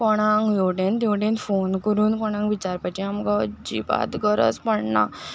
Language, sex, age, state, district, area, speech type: Goan Konkani, female, 45-60, Goa, Ponda, rural, spontaneous